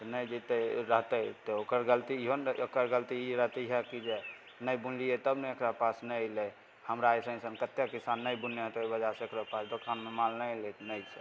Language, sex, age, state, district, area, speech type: Maithili, male, 18-30, Bihar, Begusarai, rural, spontaneous